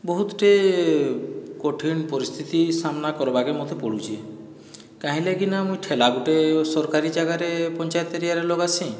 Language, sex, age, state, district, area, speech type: Odia, male, 45-60, Odisha, Boudh, rural, spontaneous